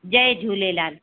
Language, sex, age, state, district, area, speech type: Sindhi, female, 30-45, Delhi, South Delhi, urban, conversation